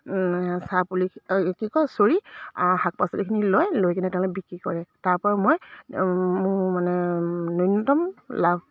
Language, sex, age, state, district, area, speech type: Assamese, female, 30-45, Assam, Dibrugarh, urban, spontaneous